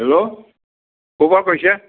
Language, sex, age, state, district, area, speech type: Assamese, male, 60+, Assam, Sivasagar, rural, conversation